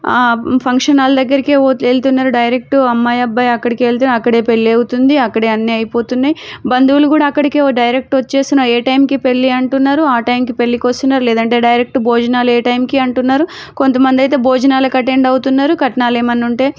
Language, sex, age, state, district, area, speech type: Telugu, female, 30-45, Telangana, Warangal, urban, spontaneous